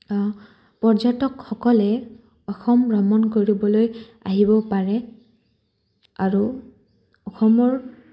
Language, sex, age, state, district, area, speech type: Assamese, female, 18-30, Assam, Kamrup Metropolitan, urban, spontaneous